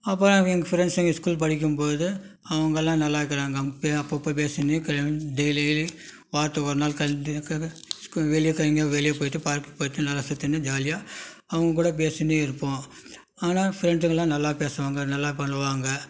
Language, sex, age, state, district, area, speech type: Tamil, male, 30-45, Tamil Nadu, Krishnagiri, rural, spontaneous